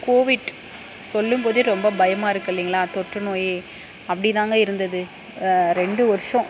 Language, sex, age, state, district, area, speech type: Tamil, female, 45-60, Tamil Nadu, Dharmapuri, rural, spontaneous